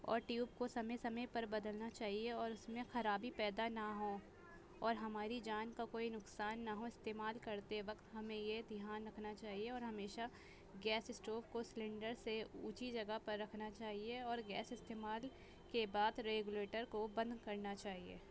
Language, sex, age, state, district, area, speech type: Urdu, female, 18-30, Delhi, North East Delhi, urban, spontaneous